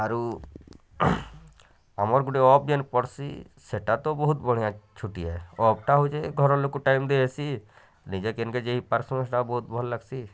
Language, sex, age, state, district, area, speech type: Odia, male, 45-60, Odisha, Bargarh, urban, spontaneous